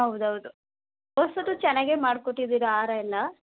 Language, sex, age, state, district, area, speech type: Kannada, female, 18-30, Karnataka, Chamarajanagar, rural, conversation